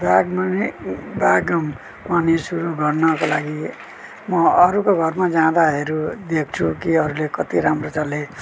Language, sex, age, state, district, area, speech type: Nepali, male, 45-60, West Bengal, Darjeeling, rural, spontaneous